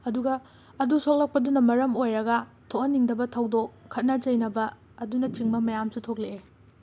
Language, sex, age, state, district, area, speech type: Manipuri, female, 18-30, Manipur, Imphal West, urban, spontaneous